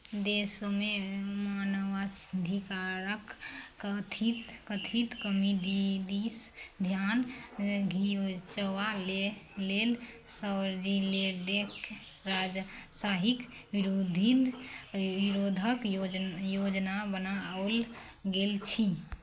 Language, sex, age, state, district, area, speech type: Maithili, female, 30-45, Bihar, Araria, rural, read